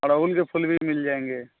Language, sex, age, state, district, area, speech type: Hindi, male, 30-45, Uttar Pradesh, Mau, rural, conversation